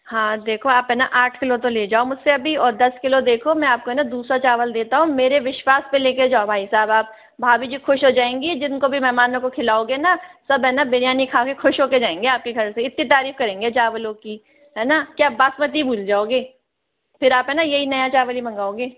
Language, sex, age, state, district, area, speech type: Hindi, female, 60+, Rajasthan, Jaipur, urban, conversation